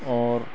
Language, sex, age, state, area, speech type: Hindi, male, 30-45, Madhya Pradesh, rural, spontaneous